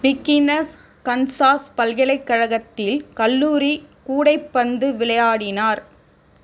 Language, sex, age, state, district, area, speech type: Tamil, female, 45-60, Tamil Nadu, Chennai, urban, read